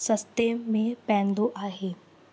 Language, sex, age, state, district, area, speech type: Sindhi, female, 18-30, Rajasthan, Ajmer, urban, spontaneous